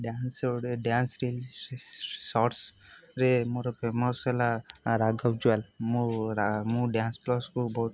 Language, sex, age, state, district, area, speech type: Odia, male, 18-30, Odisha, Jagatsinghpur, rural, spontaneous